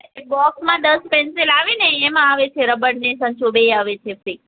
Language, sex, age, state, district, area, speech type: Gujarati, female, 18-30, Gujarat, Ahmedabad, urban, conversation